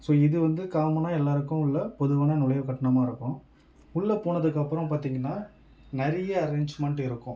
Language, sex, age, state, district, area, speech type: Tamil, male, 45-60, Tamil Nadu, Mayiladuthurai, rural, spontaneous